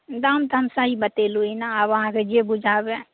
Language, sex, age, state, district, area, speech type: Maithili, female, 18-30, Bihar, Saharsa, urban, conversation